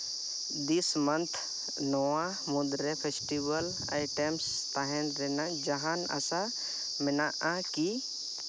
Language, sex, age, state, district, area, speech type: Santali, male, 18-30, Jharkhand, Seraikela Kharsawan, rural, read